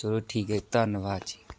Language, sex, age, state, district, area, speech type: Punjabi, male, 18-30, Punjab, Shaheed Bhagat Singh Nagar, rural, spontaneous